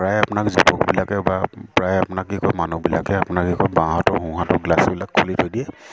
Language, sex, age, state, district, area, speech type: Assamese, male, 30-45, Assam, Sivasagar, rural, spontaneous